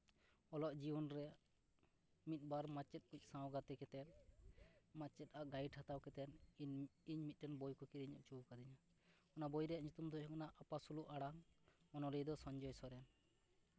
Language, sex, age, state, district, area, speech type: Santali, male, 30-45, West Bengal, Purba Bardhaman, rural, spontaneous